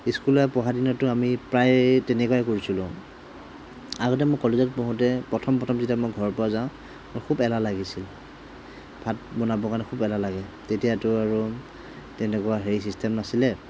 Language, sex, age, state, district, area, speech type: Assamese, male, 45-60, Assam, Morigaon, rural, spontaneous